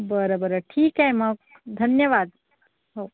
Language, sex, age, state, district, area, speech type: Marathi, female, 30-45, Maharashtra, Nagpur, urban, conversation